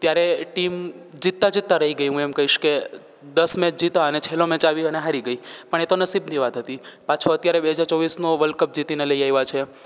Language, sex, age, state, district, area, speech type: Gujarati, male, 18-30, Gujarat, Rajkot, rural, spontaneous